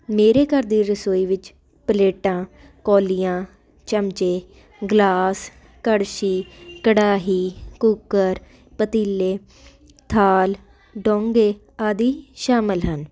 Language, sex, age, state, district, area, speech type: Punjabi, female, 18-30, Punjab, Ludhiana, urban, spontaneous